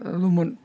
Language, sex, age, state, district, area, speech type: Bodo, male, 60+, Assam, Baksa, urban, spontaneous